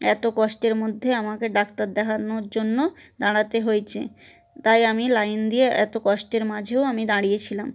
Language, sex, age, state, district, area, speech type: Bengali, female, 30-45, West Bengal, Nadia, rural, spontaneous